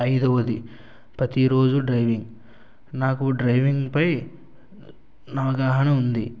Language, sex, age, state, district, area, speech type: Telugu, male, 60+, Andhra Pradesh, Eluru, rural, spontaneous